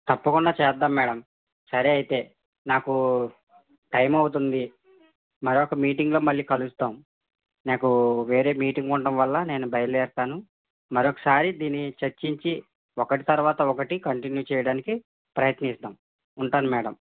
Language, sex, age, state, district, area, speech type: Telugu, male, 45-60, Andhra Pradesh, East Godavari, rural, conversation